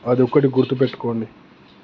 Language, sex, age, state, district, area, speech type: Telugu, male, 18-30, Telangana, Peddapalli, rural, spontaneous